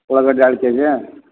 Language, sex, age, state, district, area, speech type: Kannada, male, 30-45, Karnataka, Bellary, rural, conversation